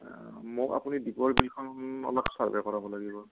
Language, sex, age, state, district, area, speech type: Assamese, male, 60+, Assam, Morigaon, rural, conversation